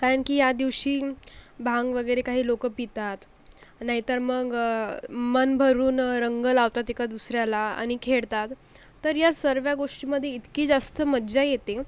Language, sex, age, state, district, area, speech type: Marathi, female, 45-60, Maharashtra, Akola, rural, spontaneous